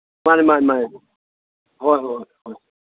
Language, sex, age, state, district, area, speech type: Manipuri, male, 60+, Manipur, Imphal East, rural, conversation